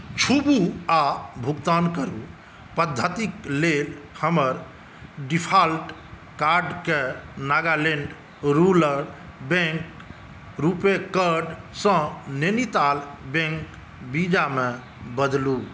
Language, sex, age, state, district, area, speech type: Maithili, male, 45-60, Bihar, Saharsa, rural, read